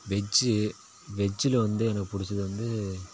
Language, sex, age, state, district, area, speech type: Tamil, male, 18-30, Tamil Nadu, Kallakurichi, urban, spontaneous